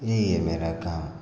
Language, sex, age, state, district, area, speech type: Hindi, male, 45-60, Uttar Pradesh, Lucknow, rural, spontaneous